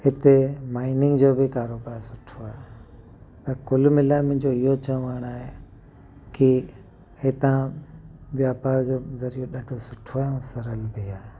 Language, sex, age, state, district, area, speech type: Sindhi, male, 30-45, Gujarat, Kutch, urban, spontaneous